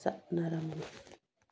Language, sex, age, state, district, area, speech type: Manipuri, female, 45-60, Manipur, Churachandpur, urban, read